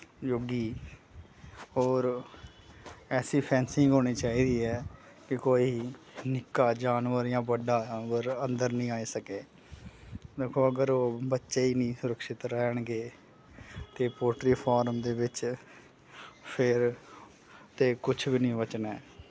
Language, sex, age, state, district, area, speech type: Dogri, male, 30-45, Jammu and Kashmir, Kathua, urban, spontaneous